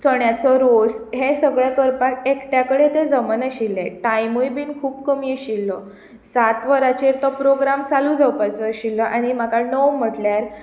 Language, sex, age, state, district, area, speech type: Goan Konkani, female, 18-30, Goa, Tiswadi, rural, spontaneous